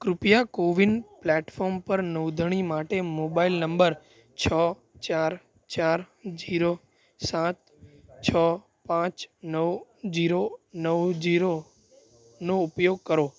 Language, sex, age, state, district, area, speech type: Gujarati, male, 18-30, Gujarat, Anand, urban, read